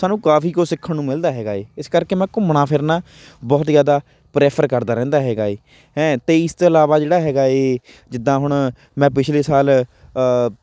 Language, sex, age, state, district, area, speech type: Punjabi, male, 30-45, Punjab, Hoshiarpur, rural, spontaneous